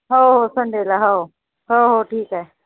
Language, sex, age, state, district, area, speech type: Marathi, female, 30-45, Maharashtra, Yavatmal, rural, conversation